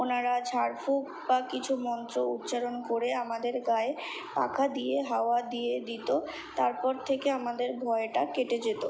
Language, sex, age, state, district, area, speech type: Bengali, female, 18-30, West Bengal, Kolkata, urban, spontaneous